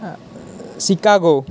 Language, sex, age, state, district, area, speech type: Assamese, male, 18-30, Assam, Nalbari, rural, spontaneous